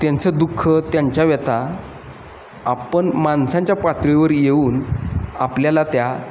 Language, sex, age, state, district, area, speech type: Marathi, male, 30-45, Maharashtra, Satara, urban, spontaneous